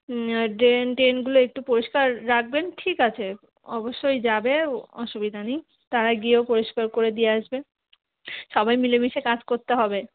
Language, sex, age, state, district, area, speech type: Bengali, female, 30-45, West Bengal, Darjeeling, urban, conversation